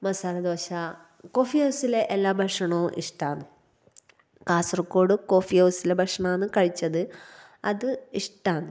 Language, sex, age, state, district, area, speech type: Malayalam, female, 30-45, Kerala, Kasaragod, rural, spontaneous